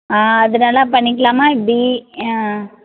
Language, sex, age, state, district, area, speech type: Tamil, female, 18-30, Tamil Nadu, Tirunelveli, urban, conversation